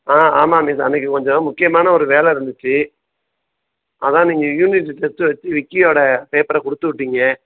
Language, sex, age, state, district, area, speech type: Tamil, male, 45-60, Tamil Nadu, Thanjavur, rural, conversation